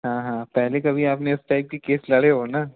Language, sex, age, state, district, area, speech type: Hindi, male, 30-45, Madhya Pradesh, Jabalpur, urban, conversation